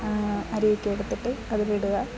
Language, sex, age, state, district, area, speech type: Malayalam, female, 30-45, Kerala, Idukki, rural, spontaneous